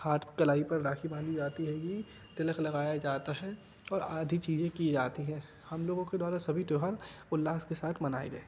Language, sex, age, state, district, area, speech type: Hindi, male, 18-30, Madhya Pradesh, Jabalpur, urban, spontaneous